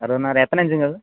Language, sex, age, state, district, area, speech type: Tamil, male, 18-30, Tamil Nadu, Madurai, rural, conversation